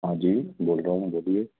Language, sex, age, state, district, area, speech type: Hindi, male, 30-45, Madhya Pradesh, Katni, urban, conversation